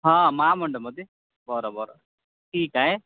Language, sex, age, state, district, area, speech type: Marathi, male, 18-30, Maharashtra, Akola, rural, conversation